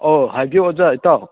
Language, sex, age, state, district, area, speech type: Manipuri, male, 60+, Manipur, Chandel, rural, conversation